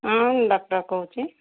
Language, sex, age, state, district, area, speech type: Odia, female, 45-60, Odisha, Ganjam, urban, conversation